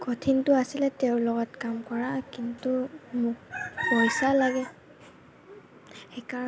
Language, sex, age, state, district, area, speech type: Assamese, female, 18-30, Assam, Kamrup Metropolitan, urban, spontaneous